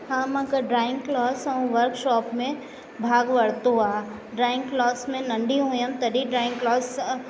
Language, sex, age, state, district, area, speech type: Sindhi, female, 45-60, Uttar Pradesh, Lucknow, rural, spontaneous